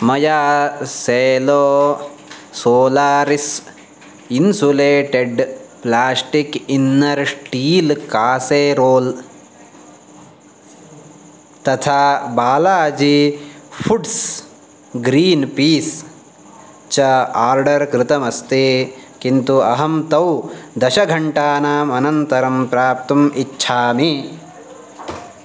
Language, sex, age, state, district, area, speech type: Sanskrit, male, 18-30, Karnataka, Uttara Kannada, rural, read